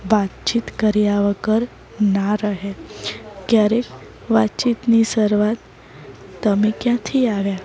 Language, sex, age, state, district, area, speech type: Gujarati, female, 30-45, Gujarat, Valsad, urban, spontaneous